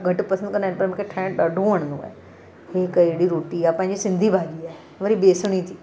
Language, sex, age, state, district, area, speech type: Sindhi, female, 45-60, Gujarat, Surat, urban, spontaneous